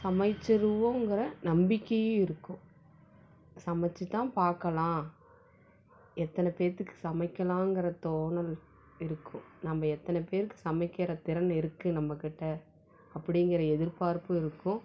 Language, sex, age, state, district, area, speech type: Tamil, female, 18-30, Tamil Nadu, Salem, rural, spontaneous